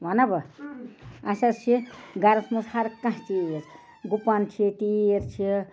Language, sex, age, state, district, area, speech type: Kashmiri, female, 60+, Jammu and Kashmir, Ganderbal, rural, spontaneous